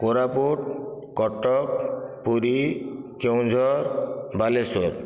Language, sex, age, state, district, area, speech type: Odia, male, 60+, Odisha, Nayagarh, rural, spontaneous